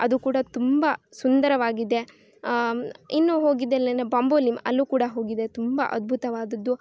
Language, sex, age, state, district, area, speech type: Kannada, female, 18-30, Karnataka, Uttara Kannada, rural, spontaneous